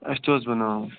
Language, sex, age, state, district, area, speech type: Kashmiri, male, 45-60, Jammu and Kashmir, Budgam, rural, conversation